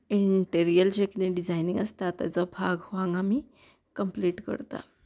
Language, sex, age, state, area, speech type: Goan Konkani, female, 30-45, Goa, rural, spontaneous